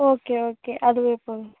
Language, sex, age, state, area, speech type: Tamil, female, 18-30, Tamil Nadu, urban, conversation